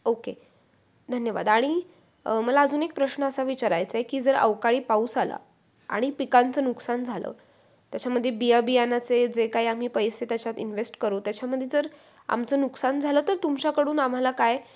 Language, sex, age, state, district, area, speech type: Marathi, female, 18-30, Maharashtra, Pune, urban, spontaneous